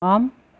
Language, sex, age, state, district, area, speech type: Tamil, female, 60+, Tamil Nadu, Erode, urban, read